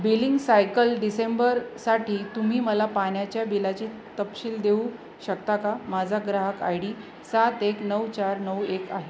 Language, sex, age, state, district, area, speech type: Marathi, female, 30-45, Maharashtra, Jalna, urban, read